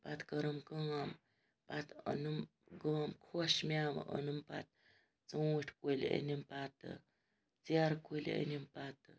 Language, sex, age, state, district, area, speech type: Kashmiri, female, 45-60, Jammu and Kashmir, Ganderbal, rural, spontaneous